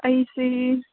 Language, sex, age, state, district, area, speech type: Manipuri, female, 18-30, Manipur, Senapati, rural, conversation